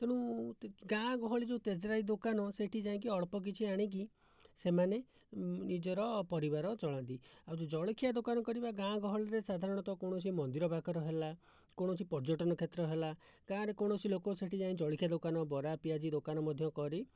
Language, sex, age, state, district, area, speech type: Odia, male, 60+, Odisha, Jajpur, rural, spontaneous